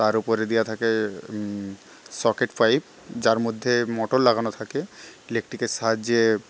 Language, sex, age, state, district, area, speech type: Bengali, male, 18-30, West Bengal, Paschim Medinipur, rural, spontaneous